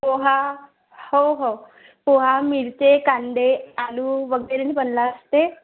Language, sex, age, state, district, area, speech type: Marathi, female, 18-30, Maharashtra, Wardha, urban, conversation